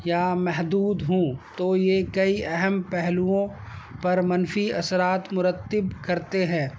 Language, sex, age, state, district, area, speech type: Urdu, male, 60+, Delhi, North East Delhi, urban, spontaneous